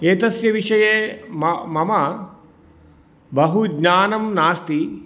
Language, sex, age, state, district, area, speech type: Sanskrit, male, 30-45, Karnataka, Dakshina Kannada, rural, spontaneous